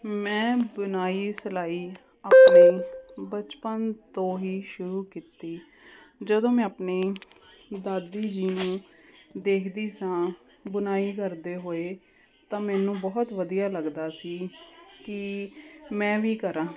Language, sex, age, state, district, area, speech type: Punjabi, female, 30-45, Punjab, Jalandhar, urban, spontaneous